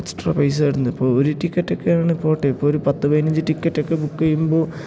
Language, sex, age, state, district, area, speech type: Malayalam, male, 18-30, Kerala, Idukki, rural, spontaneous